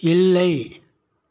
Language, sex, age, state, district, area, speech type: Tamil, male, 60+, Tamil Nadu, Kallakurichi, urban, read